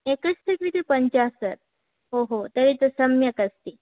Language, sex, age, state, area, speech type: Sanskrit, female, 18-30, Assam, rural, conversation